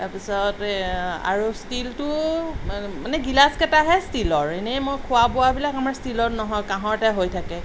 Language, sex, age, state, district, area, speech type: Assamese, female, 45-60, Assam, Sonitpur, urban, spontaneous